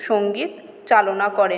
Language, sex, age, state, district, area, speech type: Bengali, female, 30-45, West Bengal, Purba Bardhaman, urban, spontaneous